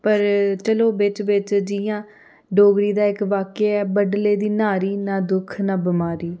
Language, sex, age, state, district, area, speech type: Dogri, female, 30-45, Jammu and Kashmir, Reasi, rural, spontaneous